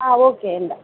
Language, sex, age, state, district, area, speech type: Telugu, female, 30-45, Telangana, Adilabad, rural, conversation